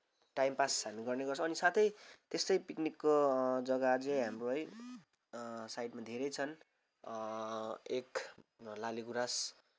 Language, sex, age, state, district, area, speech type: Nepali, male, 18-30, West Bengal, Kalimpong, rural, spontaneous